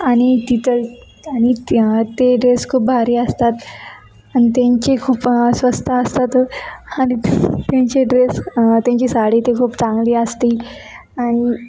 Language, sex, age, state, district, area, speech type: Marathi, female, 18-30, Maharashtra, Nanded, urban, spontaneous